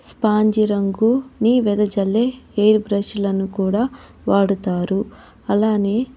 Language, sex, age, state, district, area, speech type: Telugu, female, 30-45, Andhra Pradesh, Chittoor, urban, spontaneous